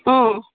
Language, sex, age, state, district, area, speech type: Kannada, female, 30-45, Karnataka, Bellary, rural, conversation